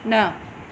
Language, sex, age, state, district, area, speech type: Sindhi, female, 45-60, Maharashtra, Pune, urban, read